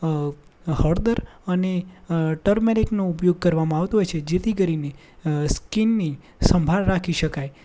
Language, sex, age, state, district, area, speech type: Gujarati, male, 18-30, Gujarat, Anand, rural, spontaneous